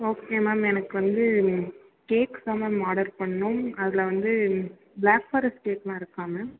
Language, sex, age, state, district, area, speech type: Tamil, female, 18-30, Tamil Nadu, Perambalur, rural, conversation